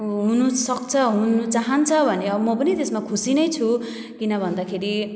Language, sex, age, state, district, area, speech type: Nepali, female, 30-45, West Bengal, Jalpaiguri, rural, spontaneous